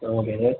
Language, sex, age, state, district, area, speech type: Tamil, male, 18-30, Tamil Nadu, Cuddalore, urban, conversation